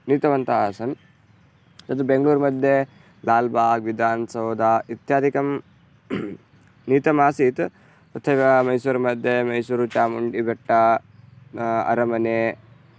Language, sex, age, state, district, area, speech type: Sanskrit, male, 18-30, Karnataka, Vijayapura, rural, spontaneous